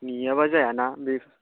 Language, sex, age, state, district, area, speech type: Bodo, male, 18-30, Assam, Chirang, rural, conversation